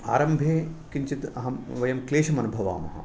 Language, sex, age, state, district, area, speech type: Sanskrit, male, 30-45, Telangana, Nizamabad, urban, spontaneous